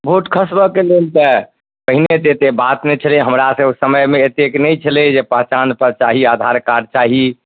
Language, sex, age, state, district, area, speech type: Maithili, male, 60+, Bihar, Madhubani, rural, conversation